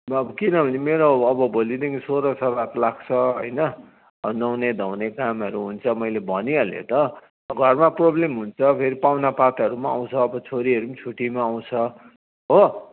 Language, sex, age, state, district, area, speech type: Nepali, male, 60+, West Bengal, Kalimpong, rural, conversation